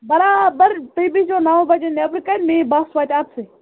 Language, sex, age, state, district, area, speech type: Kashmiri, female, 45-60, Jammu and Kashmir, Bandipora, urban, conversation